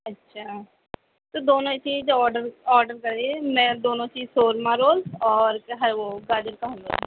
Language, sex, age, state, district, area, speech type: Urdu, female, 18-30, Uttar Pradesh, Gautam Buddha Nagar, urban, conversation